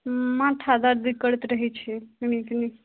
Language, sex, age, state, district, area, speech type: Maithili, female, 30-45, Bihar, Madhubani, rural, conversation